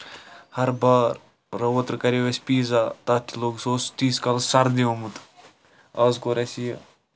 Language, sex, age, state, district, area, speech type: Kashmiri, male, 18-30, Jammu and Kashmir, Srinagar, urban, spontaneous